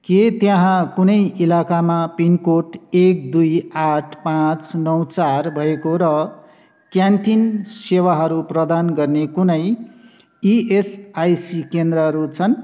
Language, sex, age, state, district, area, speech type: Nepali, male, 60+, West Bengal, Darjeeling, rural, read